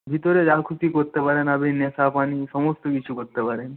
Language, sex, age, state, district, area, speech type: Bengali, male, 45-60, West Bengal, Nadia, rural, conversation